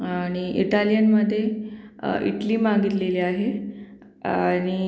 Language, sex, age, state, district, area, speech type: Marathi, female, 18-30, Maharashtra, Akola, urban, spontaneous